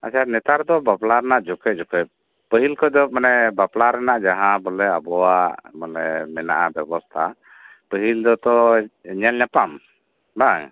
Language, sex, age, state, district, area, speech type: Santali, male, 45-60, West Bengal, Birbhum, rural, conversation